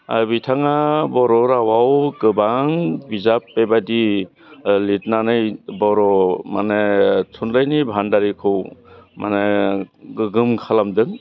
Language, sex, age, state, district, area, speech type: Bodo, male, 60+, Assam, Udalguri, urban, spontaneous